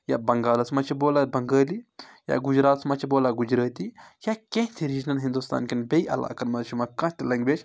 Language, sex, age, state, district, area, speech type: Kashmiri, male, 30-45, Jammu and Kashmir, Baramulla, rural, spontaneous